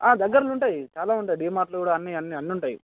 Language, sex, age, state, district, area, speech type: Telugu, male, 18-30, Telangana, Mancherial, rural, conversation